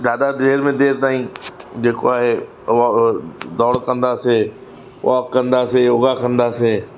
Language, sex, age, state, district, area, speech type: Sindhi, male, 45-60, Uttar Pradesh, Lucknow, urban, spontaneous